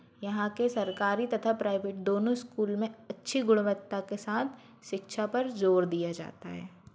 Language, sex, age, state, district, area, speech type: Hindi, female, 45-60, Madhya Pradesh, Bhopal, urban, spontaneous